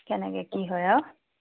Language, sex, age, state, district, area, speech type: Assamese, female, 30-45, Assam, Majuli, urban, conversation